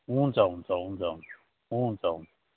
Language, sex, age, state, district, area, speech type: Nepali, male, 30-45, West Bengal, Kalimpong, rural, conversation